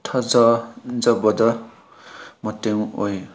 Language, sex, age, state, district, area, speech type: Manipuri, male, 18-30, Manipur, Senapati, rural, spontaneous